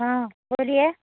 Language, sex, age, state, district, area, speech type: Hindi, female, 45-60, Bihar, Muzaffarpur, urban, conversation